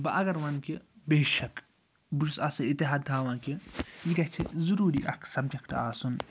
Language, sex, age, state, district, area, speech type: Kashmiri, male, 30-45, Jammu and Kashmir, Srinagar, urban, spontaneous